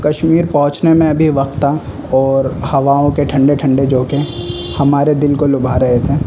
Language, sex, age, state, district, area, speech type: Urdu, male, 18-30, Delhi, North West Delhi, urban, spontaneous